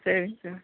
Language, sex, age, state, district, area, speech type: Tamil, female, 60+, Tamil Nadu, Nilgiris, rural, conversation